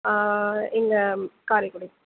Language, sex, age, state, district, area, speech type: Tamil, female, 30-45, Tamil Nadu, Sivaganga, rural, conversation